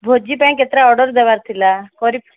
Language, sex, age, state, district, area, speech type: Odia, female, 30-45, Odisha, Koraput, urban, conversation